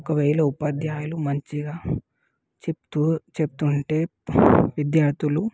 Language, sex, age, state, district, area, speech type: Telugu, male, 18-30, Telangana, Nalgonda, urban, spontaneous